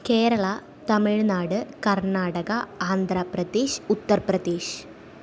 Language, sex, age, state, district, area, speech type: Malayalam, female, 18-30, Kerala, Thrissur, urban, spontaneous